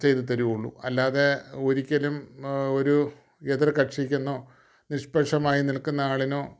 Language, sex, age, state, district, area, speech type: Malayalam, male, 45-60, Kerala, Thiruvananthapuram, urban, spontaneous